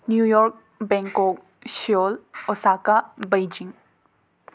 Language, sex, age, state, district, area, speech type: Manipuri, female, 30-45, Manipur, Imphal West, urban, spontaneous